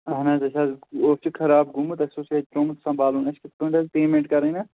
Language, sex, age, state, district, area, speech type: Kashmiri, male, 18-30, Jammu and Kashmir, Pulwama, rural, conversation